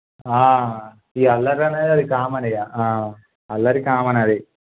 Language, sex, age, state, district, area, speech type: Telugu, male, 18-30, Telangana, Peddapalli, urban, conversation